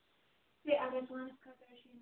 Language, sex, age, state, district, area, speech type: Kashmiri, female, 18-30, Jammu and Kashmir, Baramulla, rural, conversation